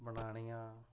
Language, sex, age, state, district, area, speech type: Dogri, male, 45-60, Jammu and Kashmir, Reasi, rural, spontaneous